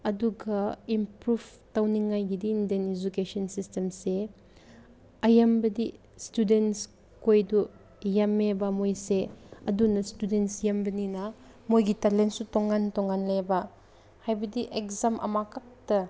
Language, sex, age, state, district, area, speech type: Manipuri, female, 18-30, Manipur, Senapati, urban, spontaneous